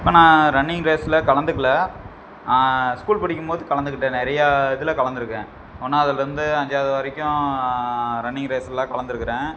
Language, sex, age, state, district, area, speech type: Tamil, male, 30-45, Tamil Nadu, Namakkal, rural, spontaneous